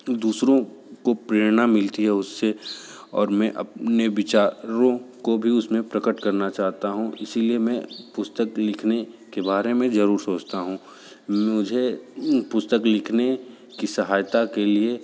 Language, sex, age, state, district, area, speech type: Hindi, male, 60+, Uttar Pradesh, Sonbhadra, rural, spontaneous